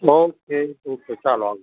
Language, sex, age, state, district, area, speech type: Gujarati, male, 60+, Gujarat, Surat, urban, conversation